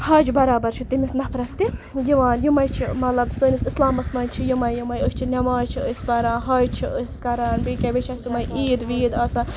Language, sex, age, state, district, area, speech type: Kashmiri, female, 18-30, Jammu and Kashmir, Ganderbal, rural, spontaneous